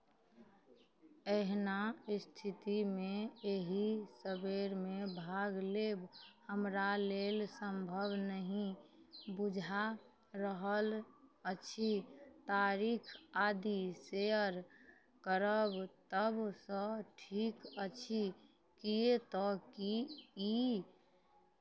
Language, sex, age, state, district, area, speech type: Maithili, female, 30-45, Bihar, Madhubani, rural, read